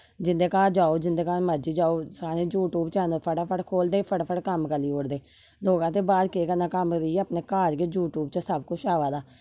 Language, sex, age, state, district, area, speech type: Dogri, female, 30-45, Jammu and Kashmir, Samba, rural, spontaneous